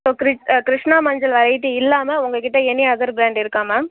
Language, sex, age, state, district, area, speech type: Tamil, female, 30-45, Tamil Nadu, Nagapattinam, rural, conversation